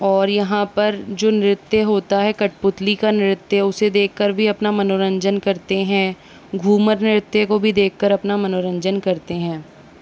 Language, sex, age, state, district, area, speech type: Hindi, female, 18-30, Rajasthan, Jaipur, urban, spontaneous